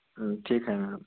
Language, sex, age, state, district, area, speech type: Marathi, male, 18-30, Maharashtra, Beed, rural, conversation